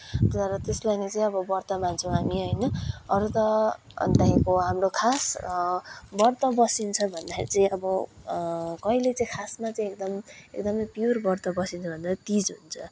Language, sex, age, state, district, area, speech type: Nepali, male, 18-30, West Bengal, Kalimpong, rural, spontaneous